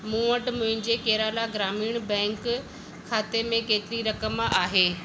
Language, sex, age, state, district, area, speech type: Sindhi, female, 45-60, Maharashtra, Thane, urban, read